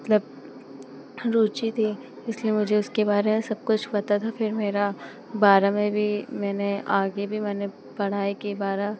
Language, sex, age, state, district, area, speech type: Hindi, female, 18-30, Uttar Pradesh, Pratapgarh, urban, spontaneous